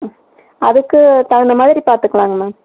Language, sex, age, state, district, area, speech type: Tamil, female, 45-60, Tamil Nadu, Erode, rural, conversation